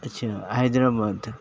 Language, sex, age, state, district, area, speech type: Urdu, male, 18-30, Telangana, Hyderabad, urban, spontaneous